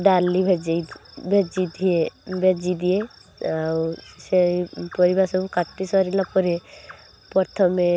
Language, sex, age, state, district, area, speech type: Odia, female, 18-30, Odisha, Balasore, rural, spontaneous